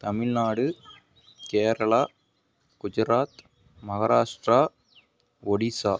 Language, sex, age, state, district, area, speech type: Tamil, male, 45-60, Tamil Nadu, Mayiladuthurai, rural, spontaneous